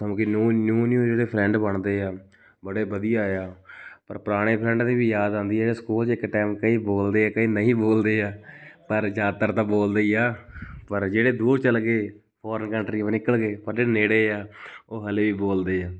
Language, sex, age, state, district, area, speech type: Punjabi, male, 18-30, Punjab, Shaheed Bhagat Singh Nagar, urban, spontaneous